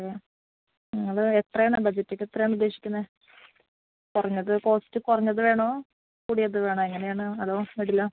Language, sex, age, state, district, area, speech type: Malayalam, female, 30-45, Kerala, Palakkad, urban, conversation